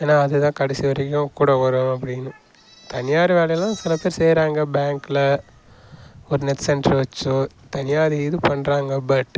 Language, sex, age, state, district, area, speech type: Tamil, male, 18-30, Tamil Nadu, Kallakurichi, rural, spontaneous